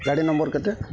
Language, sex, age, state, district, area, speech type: Odia, male, 30-45, Odisha, Jagatsinghpur, rural, spontaneous